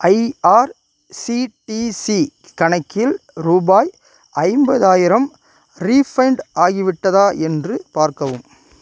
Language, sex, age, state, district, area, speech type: Tamil, male, 30-45, Tamil Nadu, Ariyalur, rural, read